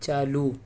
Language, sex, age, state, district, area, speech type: Urdu, male, 18-30, Delhi, East Delhi, urban, read